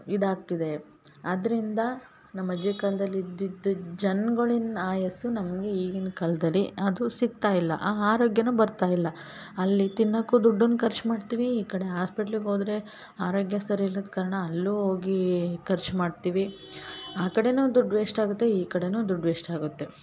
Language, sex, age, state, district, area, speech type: Kannada, female, 18-30, Karnataka, Hassan, urban, spontaneous